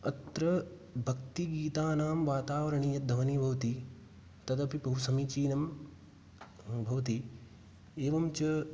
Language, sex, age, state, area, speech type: Sanskrit, male, 18-30, Rajasthan, rural, spontaneous